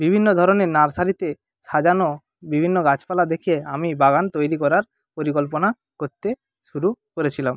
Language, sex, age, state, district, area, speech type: Bengali, male, 45-60, West Bengal, Jhargram, rural, spontaneous